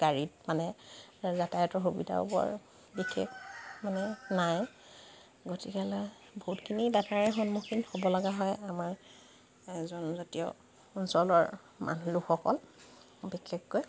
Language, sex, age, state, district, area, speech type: Assamese, female, 30-45, Assam, Sivasagar, rural, spontaneous